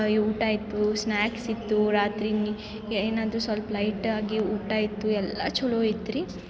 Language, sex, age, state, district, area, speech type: Kannada, female, 18-30, Karnataka, Gulbarga, urban, spontaneous